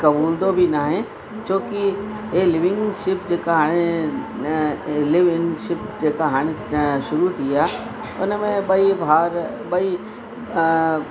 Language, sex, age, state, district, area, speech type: Sindhi, female, 60+, Uttar Pradesh, Lucknow, urban, spontaneous